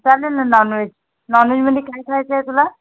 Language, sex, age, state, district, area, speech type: Marathi, female, 30-45, Maharashtra, Nagpur, urban, conversation